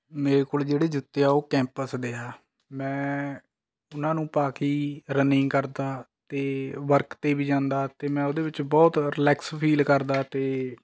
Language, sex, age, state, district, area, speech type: Punjabi, male, 18-30, Punjab, Rupnagar, rural, spontaneous